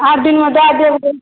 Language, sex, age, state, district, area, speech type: Maithili, female, 45-60, Bihar, Supaul, rural, conversation